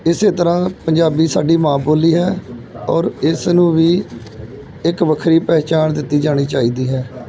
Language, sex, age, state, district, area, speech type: Punjabi, male, 30-45, Punjab, Gurdaspur, rural, spontaneous